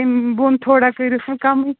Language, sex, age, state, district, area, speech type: Kashmiri, female, 30-45, Jammu and Kashmir, Bandipora, rural, conversation